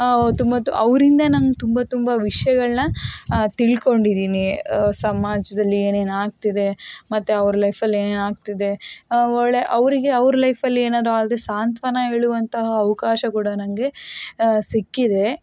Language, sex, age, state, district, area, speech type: Kannada, female, 30-45, Karnataka, Davanagere, rural, spontaneous